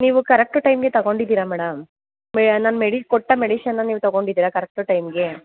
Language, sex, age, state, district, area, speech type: Kannada, female, 18-30, Karnataka, Mandya, rural, conversation